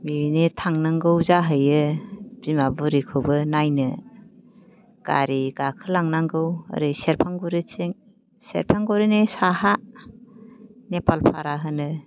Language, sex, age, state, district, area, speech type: Bodo, female, 45-60, Assam, Kokrajhar, urban, spontaneous